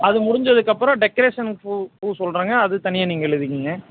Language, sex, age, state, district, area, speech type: Tamil, male, 18-30, Tamil Nadu, Madurai, rural, conversation